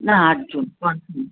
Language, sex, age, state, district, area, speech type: Bengali, female, 60+, West Bengal, Kolkata, urban, conversation